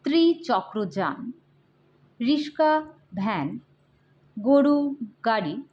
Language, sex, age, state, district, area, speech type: Bengali, female, 18-30, West Bengal, Hooghly, urban, spontaneous